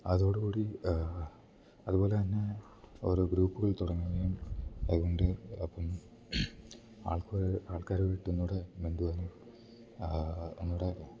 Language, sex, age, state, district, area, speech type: Malayalam, male, 18-30, Kerala, Idukki, rural, spontaneous